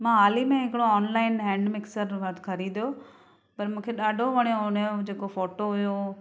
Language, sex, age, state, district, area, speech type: Sindhi, female, 45-60, Maharashtra, Thane, urban, spontaneous